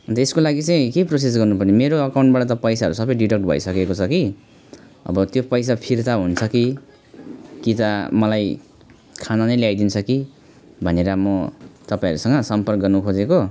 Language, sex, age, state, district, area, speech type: Nepali, male, 30-45, West Bengal, Alipurduar, urban, spontaneous